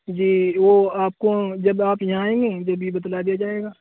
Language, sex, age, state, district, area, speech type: Urdu, male, 18-30, Uttar Pradesh, Saharanpur, urban, conversation